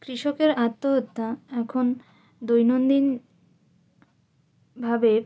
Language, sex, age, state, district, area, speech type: Bengali, female, 18-30, West Bengal, North 24 Parganas, rural, spontaneous